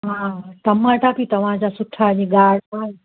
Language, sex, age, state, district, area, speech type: Sindhi, female, 45-60, Gujarat, Kutch, rural, conversation